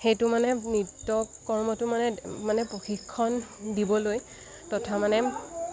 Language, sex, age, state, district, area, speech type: Assamese, female, 18-30, Assam, Lakhimpur, rural, spontaneous